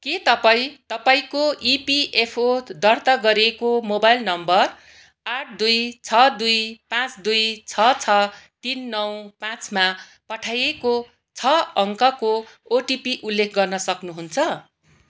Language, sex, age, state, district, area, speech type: Nepali, female, 45-60, West Bengal, Darjeeling, rural, read